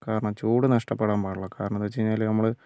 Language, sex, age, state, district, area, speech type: Malayalam, male, 30-45, Kerala, Wayanad, rural, spontaneous